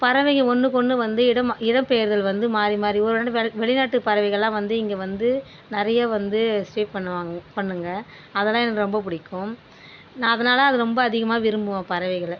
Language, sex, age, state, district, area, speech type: Tamil, female, 30-45, Tamil Nadu, Viluppuram, rural, spontaneous